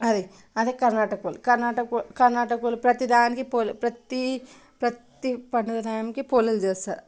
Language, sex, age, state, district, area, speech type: Telugu, female, 18-30, Telangana, Nalgonda, urban, spontaneous